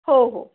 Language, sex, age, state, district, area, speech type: Marathi, female, 18-30, Maharashtra, Akola, urban, conversation